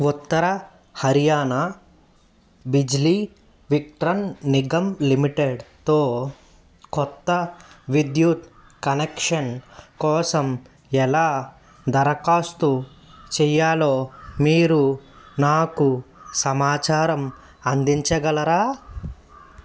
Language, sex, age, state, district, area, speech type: Telugu, male, 30-45, Andhra Pradesh, N T Rama Rao, urban, read